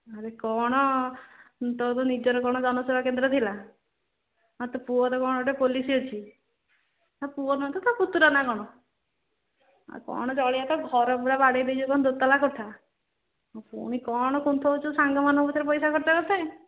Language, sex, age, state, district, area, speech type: Odia, female, 60+, Odisha, Jharsuguda, rural, conversation